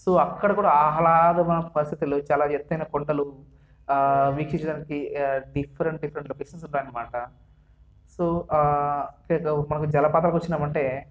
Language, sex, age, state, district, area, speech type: Telugu, male, 18-30, Andhra Pradesh, Sri Balaji, rural, spontaneous